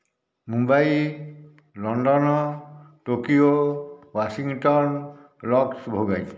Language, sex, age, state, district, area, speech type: Odia, male, 60+, Odisha, Dhenkanal, rural, spontaneous